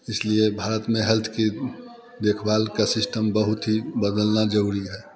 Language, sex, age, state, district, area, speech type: Hindi, male, 30-45, Bihar, Muzaffarpur, rural, spontaneous